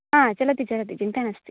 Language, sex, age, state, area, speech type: Sanskrit, female, 18-30, Gujarat, rural, conversation